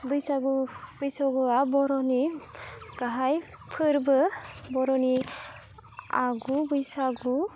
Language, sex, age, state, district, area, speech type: Bodo, female, 18-30, Assam, Udalguri, rural, spontaneous